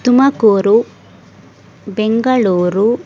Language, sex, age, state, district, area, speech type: Kannada, female, 60+, Karnataka, Chikkaballapur, urban, spontaneous